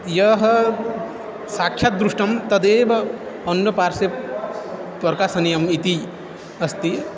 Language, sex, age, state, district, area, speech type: Sanskrit, male, 18-30, Odisha, Balangir, rural, spontaneous